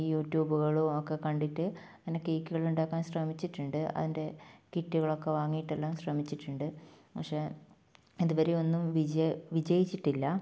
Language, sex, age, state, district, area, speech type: Malayalam, female, 30-45, Kerala, Kannur, rural, spontaneous